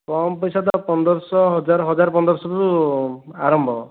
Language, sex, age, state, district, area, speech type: Odia, male, 18-30, Odisha, Dhenkanal, rural, conversation